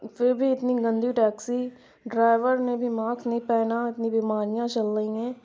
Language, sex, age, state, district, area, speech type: Urdu, female, 60+, Uttar Pradesh, Lucknow, rural, spontaneous